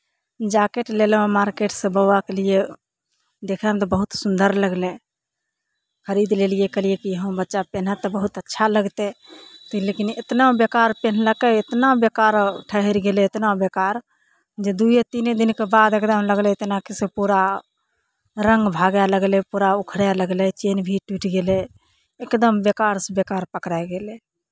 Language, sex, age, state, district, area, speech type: Maithili, female, 45-60, Bihar, Begusarai, rural, spontaneous